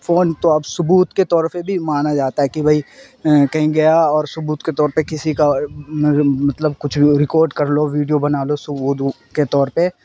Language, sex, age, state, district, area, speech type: Urdu, male, 18-30, Bihar, Supaul, rural, spontaneous